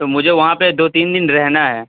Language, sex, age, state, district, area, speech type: Urdu, male, 30-45, Delhi, Central Delhi, urban, conversation